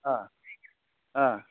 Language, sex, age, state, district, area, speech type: Bodo, male, 60+, Assam, Udalguri, urban, conversation